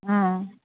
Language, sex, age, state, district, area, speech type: Manipuri, female, 45-60, Manipur, Kangpokpi, urban, conversation